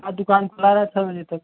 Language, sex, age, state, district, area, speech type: Hindi, male, 30-45, Delhi, New Delhi, urban, conversation